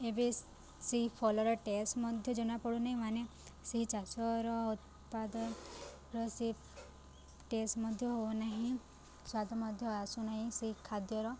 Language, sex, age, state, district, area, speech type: Odia, female, 18-30, Odisha, Subarnapur, urban, spontaneous